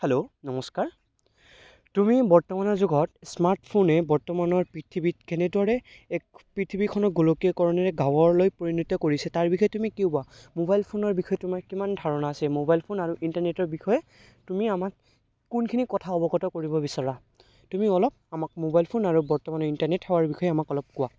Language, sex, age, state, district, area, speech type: Assamese, male, 18-30, Assam, Barpeta, rural, spontaneous